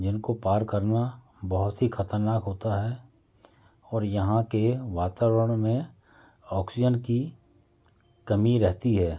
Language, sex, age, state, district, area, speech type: Hindi, male, 45-60, Madhya Pradesh, Jabalpur, urban, spontaneous